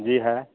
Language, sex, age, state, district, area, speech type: Hindi, male, 45-60, Bihar, Samastipur, urban, conversation